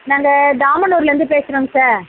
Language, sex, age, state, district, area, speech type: Tamil, female, 60+, Tamil Nadu, Viluppuram, rural, conversation